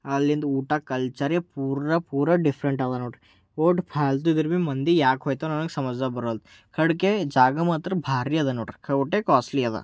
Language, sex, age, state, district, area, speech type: Kannada, male, 18-30, Karnataka, Bidar, urban, spontaneous